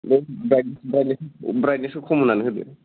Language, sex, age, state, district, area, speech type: Bodo, male, 45-60, Assam, Kokrajhar, rural, conversation